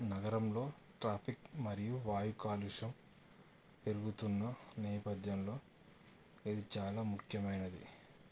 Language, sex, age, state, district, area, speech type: Telugu, male, 30-45, Telangana, Yadadri Bhuvanagiri, urban, spontaneous